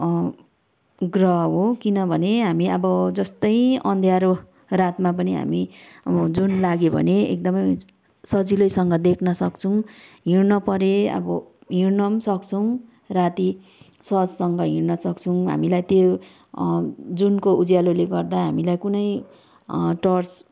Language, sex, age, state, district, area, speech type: Nepali, female, 30-45, West Bengal, Kalimpong, rural, spontaneous